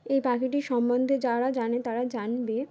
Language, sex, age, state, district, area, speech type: Bengali, female, 18-30, West Bengal, Uttar Dinajpur, urban, spontaneous